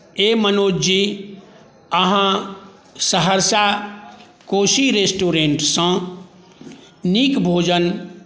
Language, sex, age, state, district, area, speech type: Maithili, male, 60+, Bihar, Saharsa, rural, spontaneous